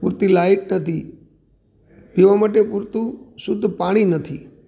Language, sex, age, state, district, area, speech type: Gujarati, male, 45-60, Gujarat, Amreli, rural, spontaneous